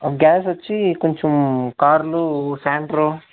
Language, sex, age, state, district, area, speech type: Telugu, male, 60+, Andhra Pradesh, Chittoor, rural, conversation